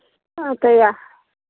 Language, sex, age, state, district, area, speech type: Maithili, female, 45-60, Bihar, Araria, rural, conversation